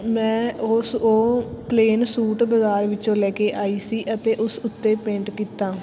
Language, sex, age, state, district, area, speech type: Punjabi, female, 18-30, Punjab, Fatehgarh Sahib, rural, spontaneous